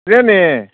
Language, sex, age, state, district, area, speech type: Maithili, male, 60+, Bihar, Madhepura, urban, conversation